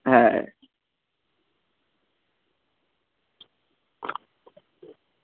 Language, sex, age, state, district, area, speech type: Bengali, male, 18-30, West Bengal, Howrah, urban, conversation